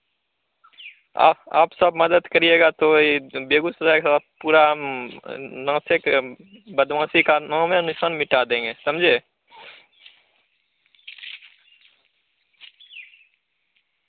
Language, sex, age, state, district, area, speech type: Hindi, male, 18-30, Bihar, Begusarai, rural, conversation